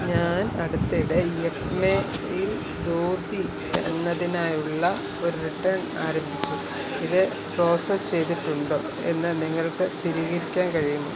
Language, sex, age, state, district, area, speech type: Malayalam, female, 45-60, Kerala, Alappuzha, rural, read